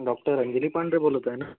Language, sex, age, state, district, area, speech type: Marathi, male, 18-30, Maharashtra, Akola, urban, conversation